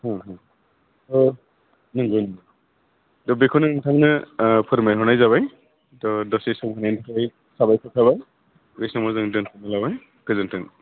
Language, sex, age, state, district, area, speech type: Bodo, male, 45-60, Assam, Udalguri, urban, conversation